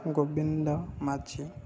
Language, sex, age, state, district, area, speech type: Odia, male, 18-30, Odisha, Puri, urban, spontaneous